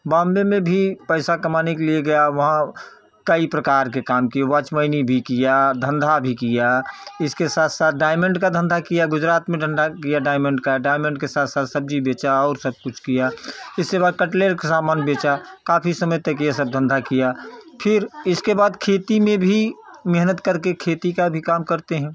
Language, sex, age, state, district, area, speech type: Hindi, male, 60+, Uttar Pradesh, Jaunpur, urban, spontaneous